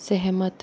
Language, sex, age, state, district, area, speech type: Hindi, female, 18-30, Rajasthan, Jaipur, urban, read